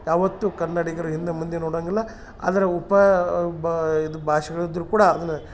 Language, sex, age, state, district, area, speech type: Kannada, male, 45-60, Karnataka, Dharwad, rural, spontaneous